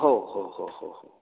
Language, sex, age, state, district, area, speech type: Marathi, male, 45-60, Maharashtra, Ahmednagar, urban, conversation